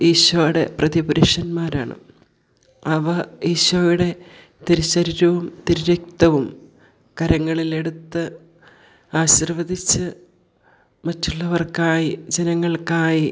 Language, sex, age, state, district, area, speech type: Malayalam, female, 45-60, Kerala, Kollam, rural, spontaneous